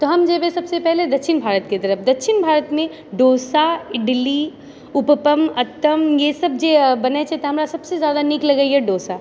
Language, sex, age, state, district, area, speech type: Maithili, female, 30-45, Bihar, Purnia, rural, spontaneous